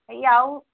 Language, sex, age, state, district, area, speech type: Assamese, female, 30-45, Assam, Jorhat, urban, conversation